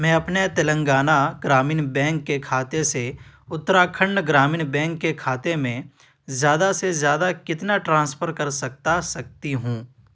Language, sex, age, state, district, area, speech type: Urdu, male, 18-30, Uttar Pradesh, Ghaziabad, urban, read